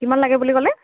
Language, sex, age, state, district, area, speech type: Assamese, female, 30-45, Assam, Dhemaji, urban, conversation